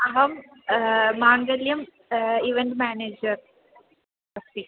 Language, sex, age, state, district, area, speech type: Sanskrit, female, 18-30, Kerala, Thrissur, rural, conversation